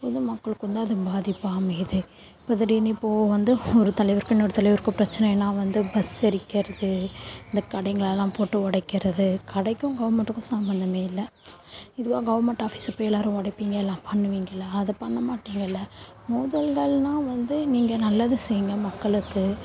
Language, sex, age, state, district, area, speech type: Tamil, female, 30-45, Tamil Nadu, Chennai, urban, spontaneous